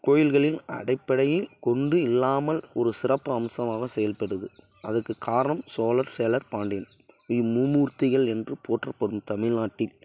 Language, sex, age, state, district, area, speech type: Tamil, female, 18-30, Tamil Nadu, Dharmapuri, urban, spontaneous